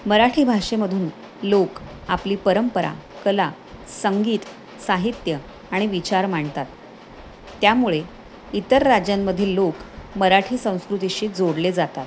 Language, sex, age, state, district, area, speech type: Marathi, female, 45-60, Maharashtra, Thane, rural, spontaneous